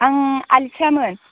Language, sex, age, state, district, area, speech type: Bodo, female, 18-30, Assam, Chirang, rural, conversation